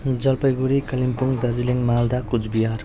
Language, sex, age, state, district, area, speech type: Nepali, male, 30-45, West Bengal, Jalpaiguri, rural, spontaneous